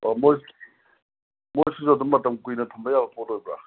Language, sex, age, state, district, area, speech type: Manipuri, male, 30-45, Manipur, Kangpokpi, urban, conversation